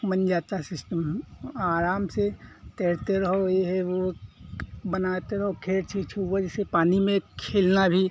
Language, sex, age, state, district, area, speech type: Hindi, male, 45-60, Uttar Pradesh, Hardoi, rural, spontaneous